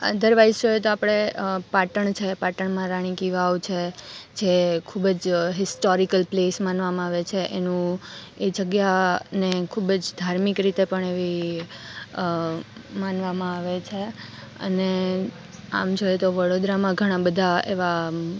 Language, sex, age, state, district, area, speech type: Gujarati, female, 18-30, Gujarat, Rajkot, urban, spontaneous